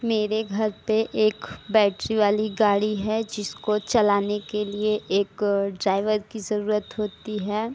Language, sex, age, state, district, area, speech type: Hindi, female, 18-30, Uttar Pradesh, Mirzapur, urban, spontaneous